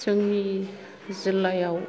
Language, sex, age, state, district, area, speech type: Bodo, female, 60+, Assam, Kokrajhar, rural, spontaneous